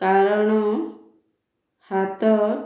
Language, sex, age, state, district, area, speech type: Odia, female, 30-45, Odisha, Ganjam, urban, spontaneous